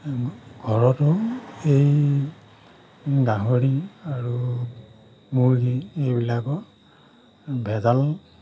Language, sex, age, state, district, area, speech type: Assamese, male, 45-60, Assam, Majuli, urban, spontaneous